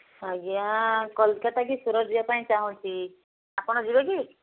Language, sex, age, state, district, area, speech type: Odia, female, 60+, Odisha, Jharsuguda, rural, conversation